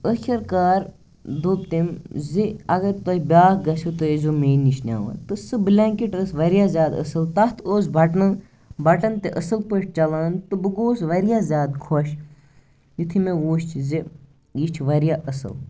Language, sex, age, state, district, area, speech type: Kashmiri, male, 18-30, Jammu and Kashmir, Baramulla, rural, spontaneous